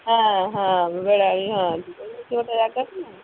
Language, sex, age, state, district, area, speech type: Odia, female, 30-45, Odisha, Kendrapara, urban, conversation